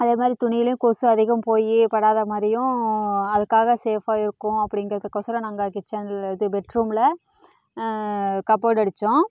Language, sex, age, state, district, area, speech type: Tamil, female, 30-45, Tamil Nadu, Namakkal, rural, spontaneous